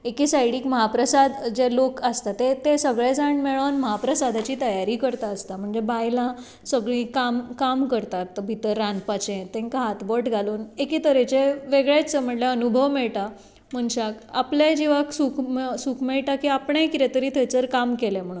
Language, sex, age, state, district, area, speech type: Goan Konkani, female, 30-45, Goa, Tiswadi, rural, spontaneous